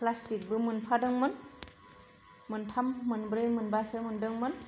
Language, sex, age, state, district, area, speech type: Bodo, female, 30-45, Assam, Kokrajhar, rural, spontaneous